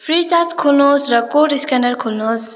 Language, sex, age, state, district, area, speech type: Nepali, female, 18-30, West Bengal, Kalimpong, rural, read